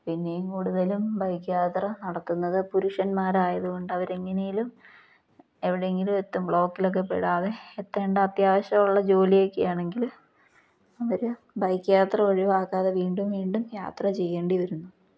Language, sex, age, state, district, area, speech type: Malayalam, female, 30-45, Kerala, Palakkad, rural, spontaneous